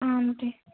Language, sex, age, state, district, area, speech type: Telugu, female, 18-30, Telangana, Vikarabad, rural, conversation